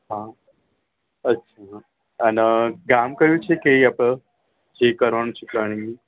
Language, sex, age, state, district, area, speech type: Gujarati, male, 30-45, Gujarat, Ahmedabad, urban, conversation